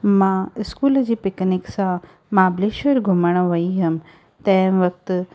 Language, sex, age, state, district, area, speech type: Sindhi, female, 30-45, Maharashtra, Thane, urban, spontaneous